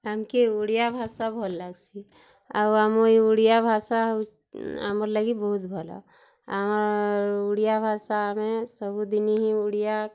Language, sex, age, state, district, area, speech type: Odia, female, 30-45, Odisha, Bargarh, urban, spontaneous